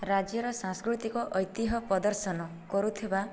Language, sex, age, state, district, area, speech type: Odia, female, 18-30, Odisha, Boudh, rural, spontaneous